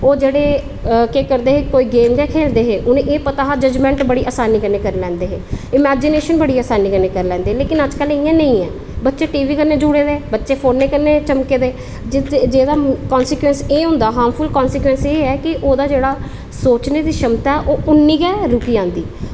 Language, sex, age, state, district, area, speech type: Dogri, female, 30-45, Jammu and Kashmir, Udhampur, urban, spontaneous